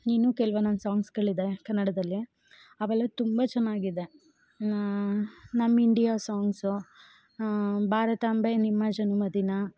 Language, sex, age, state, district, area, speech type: Kannada, female, 18-30, Karnataka, Chikkamagaluru, rural, spontaneous